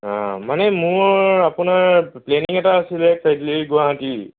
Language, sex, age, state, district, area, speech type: Assamese, male, 30-45, Assam, Nagaon, rural, conversation